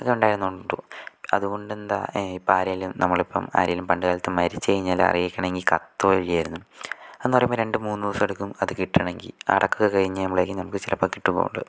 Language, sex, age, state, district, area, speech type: Malayalam, male, 18-30, Kerala, Kozhikode, urban, spontaneous